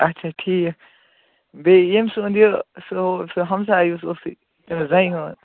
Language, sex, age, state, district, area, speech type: Kashmiri, male, 18-30, Jammu and Kashmir, Kupwara, rural, conversation